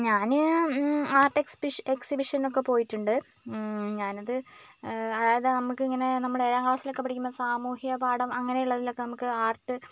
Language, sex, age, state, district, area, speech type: Malayalam, female, 18-30, Kerala, Wayanad, rural, spontaneous